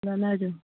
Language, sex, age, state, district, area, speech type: Maithili, female, 60+, Bihar, Araria, rural, conversation